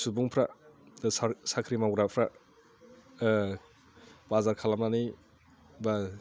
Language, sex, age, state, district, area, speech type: Bodo, male, 30-45, Assam, Udalguri, urban, spontaneous